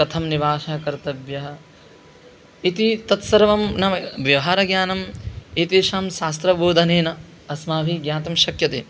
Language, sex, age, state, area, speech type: Sanskrit, male, 18-30, Rajasthan, rural, spontaneous